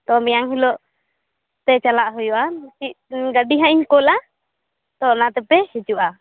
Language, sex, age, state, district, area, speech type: Santali, female, 18-30, West Bengal, Purba Bardhaman, rural, conversation